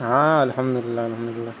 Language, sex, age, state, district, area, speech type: Urdu, male, 30-45, Bihar, Gaya, urban, spontaneous